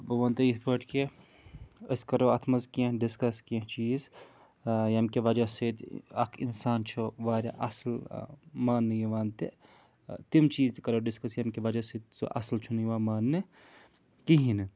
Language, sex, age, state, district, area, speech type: Kashmiri, male, 45-60, Jammu and Kashmir, Srinagar, urban, spontaneous